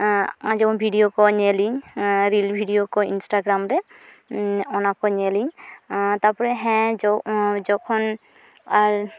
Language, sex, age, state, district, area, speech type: Santali, female, 18-30, West Bengal, Purulia, rural, spontaneous